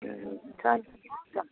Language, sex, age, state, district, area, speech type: Nepali, female, 45-60, West Bengal, Jalpaiguri, rural, conversation